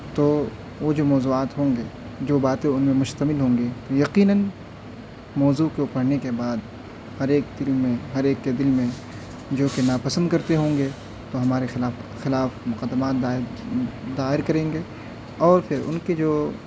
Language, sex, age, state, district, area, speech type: Urdu, male, 18-30, Delhi, North West Delhi, urban, spontaneous